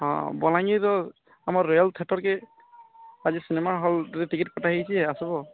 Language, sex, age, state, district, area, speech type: Odia, male, 18-30, Odisha, Balangir, urban, conversation